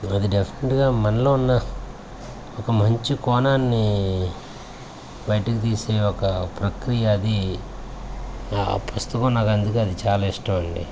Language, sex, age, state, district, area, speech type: Telugu, male, 60+, Andhra Pradesh, West Godavari, rural, spontaneous